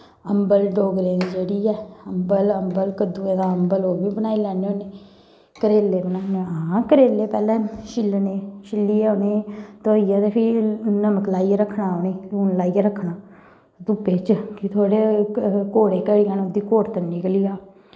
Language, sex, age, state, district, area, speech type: Dogri, female, 30-45, Jammu and Kashmir, Samba, rural, spontaneous